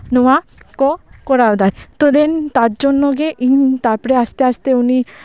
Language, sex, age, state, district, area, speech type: Santali, female, 18-30, West Bengal, Bankura, rural, spontaneous